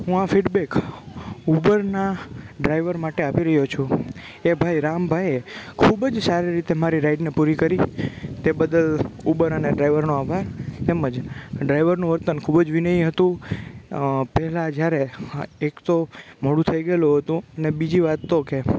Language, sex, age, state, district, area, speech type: Gujarati, male, 18-30, Gujarat, Rajkot, urban, spontaneous